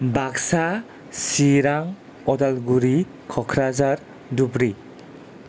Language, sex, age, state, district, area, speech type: Bodo, male, 30-45, Assam, Kokrajhar, rural, spontaneous